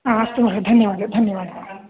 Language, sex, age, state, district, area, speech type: Sanskrit, male, 18-30, Kerala, Idukki, urban, conversation